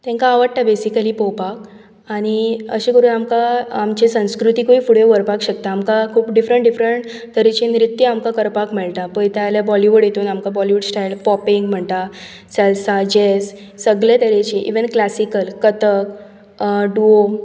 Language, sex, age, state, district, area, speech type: Goan Konkani, female, 18-30, Goa, Bardez, urban, spontaneous